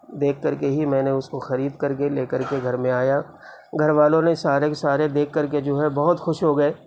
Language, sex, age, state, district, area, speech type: Urdu, male, 45-60, Uttar Pradesh, Gautam Buddha Nagar, rural, spontaneous